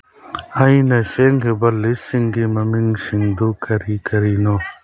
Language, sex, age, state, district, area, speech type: Manipuri, male, 45-60, Manipur, Churachandpur, rural, read